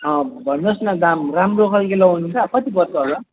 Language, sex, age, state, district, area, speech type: Nepali, male, 18-30, West Bengal, Alipurduar, urban, conversation